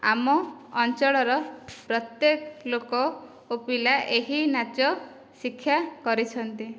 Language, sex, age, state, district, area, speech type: Odia, female, 18-30, Odisha, Dhenkanal, rural, spontaneous